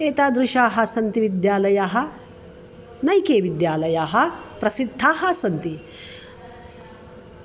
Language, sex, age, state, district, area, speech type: Sanskrit, female, 45-60, Maharashtra, Nagpur, urban, spontaneous